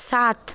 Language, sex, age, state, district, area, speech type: Bengali, female, 18-30, West Bengal, Paschim Medinipur, urban, read